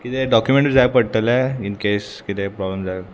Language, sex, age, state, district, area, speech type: Goan Konkani, male, 18-30, Goa, Murmgao, urban, spontaneous